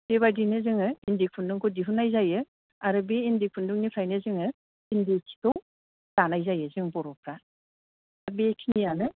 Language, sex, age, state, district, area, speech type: Bodo, female, 60+, Assam, Kokrajhar, rural, conversation